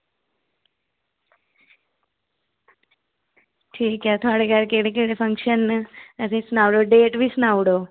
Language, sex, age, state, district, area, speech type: Dogri, female, 45-60, Jammu and Kashmir, Reasi, rural, conversation